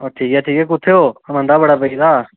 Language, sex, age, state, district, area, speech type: Dogri, male, 18-30, Jammu and Kashmir, Reasi, urban, conversation